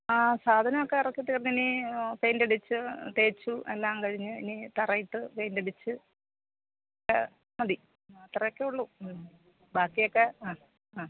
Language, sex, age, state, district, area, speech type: Malayalam, female, 60+, Kerala, Alappuzha, rural, conversation